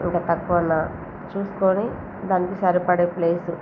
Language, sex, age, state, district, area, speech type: Telugu, female, 30-45, Telangana, Jagtial, rural, spontaneous